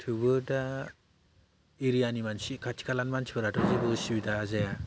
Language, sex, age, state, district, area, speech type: Bodo, male, 18-30, Assam, Baksa, rural, spontaneous